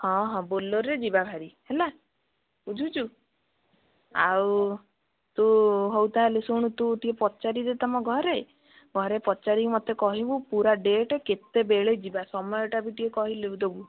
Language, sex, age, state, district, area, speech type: Odia, female, 30-45, Odisha, Bhadrak, rural, conversation